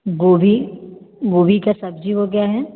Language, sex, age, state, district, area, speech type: Hindi, female, 30-45, Uttar Pradesh, Varanasi, rural, conversation